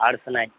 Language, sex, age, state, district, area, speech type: Urdu, male, 60+, Bihar, Madhubani, urban, conversation